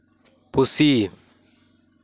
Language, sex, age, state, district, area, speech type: Santali, male, 18-30, West Bengal, Purba Bardhaman, rural, read